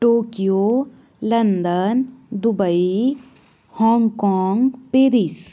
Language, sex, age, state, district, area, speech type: Hindi, female, 30-45, Madhya Pradesh, Bhopal, urban, spontaneous